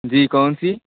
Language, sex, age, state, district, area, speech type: Hindi, male, 18-30, Uttar Pradesh, Jaunpur, urban, conversation